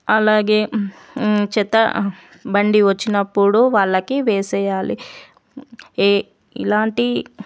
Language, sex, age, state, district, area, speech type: Telugu, female, 18-30, Telangana, Vikarabad, urban, spontaneous